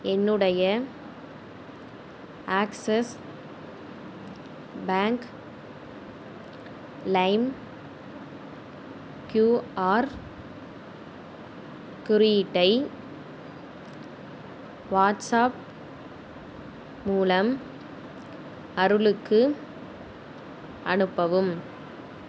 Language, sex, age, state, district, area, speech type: Tamil, female, 18-30, Tamil Nadu, Mayiladuthurai, urban, read